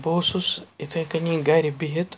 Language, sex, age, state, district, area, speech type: Kashmiri, male, 45-60, Jammu and Kashmir, Srinagar, urban, spontaneous